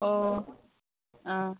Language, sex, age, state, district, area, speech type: Manipuri, female, 30-45, Manipur, Kakching, rural, conversation